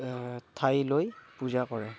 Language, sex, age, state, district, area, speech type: Assamese, male, 30-45, Assam, Darrang, rural, spontaneous